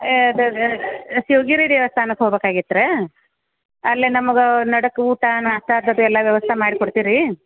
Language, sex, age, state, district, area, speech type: Kannada, female, 45-60, Karnataka, Dharwad, rural, conversation